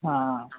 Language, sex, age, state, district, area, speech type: Marathi, male, 18-30, Maharashtra, Thane, urban, conversation